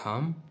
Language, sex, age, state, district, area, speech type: Bengali, male, 60+, West Bengal, Nadia, rural, read